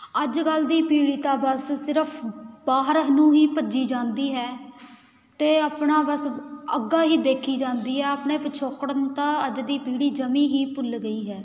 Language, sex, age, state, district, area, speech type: Punjabi, female, 18-30, Punjab, Patiala, urban, spontaneous